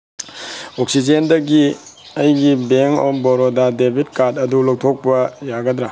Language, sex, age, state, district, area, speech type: Manipuri, male, 45-60, Manipur, Tengnoupal, rural, read